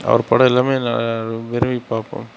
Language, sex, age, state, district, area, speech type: Tamil, male, 60+, Tamil Nadu, Mayiladuthurai, rural, spontaneous